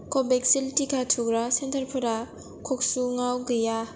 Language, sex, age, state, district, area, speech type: Bodo, female, 18-30, Assam, Kokrajhar, rural, read